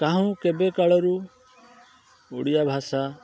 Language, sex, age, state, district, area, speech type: Odia, male, 45-60, Odisha, Kendrapara, urban, spontaneous